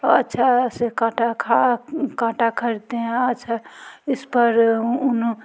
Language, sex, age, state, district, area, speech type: Hindi, female, 45-60, Bihar, Muzaffarpur, rural, spontaneous